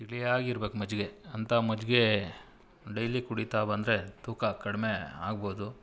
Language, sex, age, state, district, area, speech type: Kannada, male, 45-60, Karnataka, Bangalore Urban, rural, spontaneous